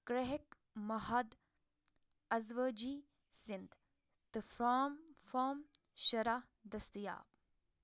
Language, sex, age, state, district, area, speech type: Kashmiri, female, 18-30, Jammu and Kashmir, Ganderbal, rural, read